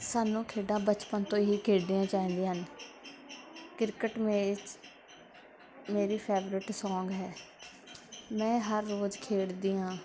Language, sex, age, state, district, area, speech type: Punjabi, female, 18-30, Punjab, Mansa, rural, spontaneous